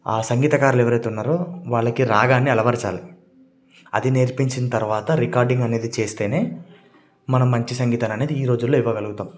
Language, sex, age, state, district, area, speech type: Telugu, male, 18-30, Andhra Pradesh, Srikakulam, urban, spontaneous